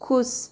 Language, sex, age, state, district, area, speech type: Hindi, female, 30-45, Rajasthan, Jodhpur, rural, read